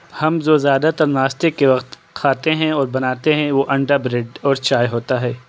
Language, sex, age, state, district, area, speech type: Urdu, male, 18-30, Delhi, East Delhi, urban, spontaneous